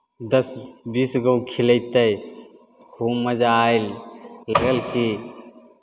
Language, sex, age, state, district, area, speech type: Maithili, male, 18-30, Bihar, Begusarai, rural, spontaneous